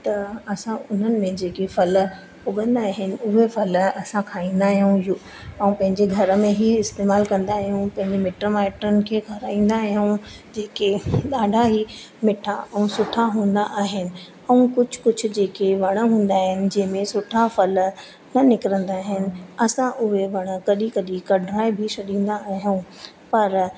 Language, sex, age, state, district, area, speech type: Sindhi, female, 30-45, Madhya Pradesh, Katni, urban, spontaneous